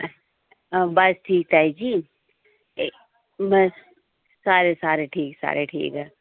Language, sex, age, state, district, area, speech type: Dogri, female, 30-45, Jammu and Kashmir, Reasi, rural, conversation